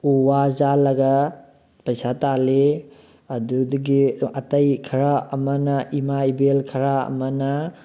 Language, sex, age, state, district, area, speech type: Manipuri, male, 18-30, Manipur, Thoubal, rural, spontaneous